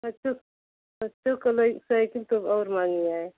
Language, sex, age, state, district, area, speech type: Hindi, female, 60+, Uttar Pradesh, Mau, rural, conversation